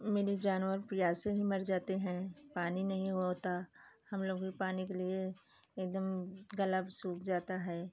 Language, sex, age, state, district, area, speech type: Hindi, female, 45-60, Uttar Pradesh, Pratapgarh, rural, spontaneous